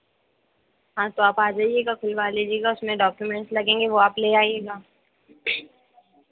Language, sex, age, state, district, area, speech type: Hindi, female, 30-45, Madhya Pradesh, Harda, urban, conversation